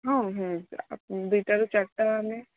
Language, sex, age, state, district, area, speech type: Odia, female, 45-60, Odisha, Sundergarh, rural, conversation